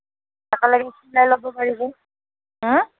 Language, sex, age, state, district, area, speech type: Assamese, female, 30-45, Assam, Nagaon, urban, conversation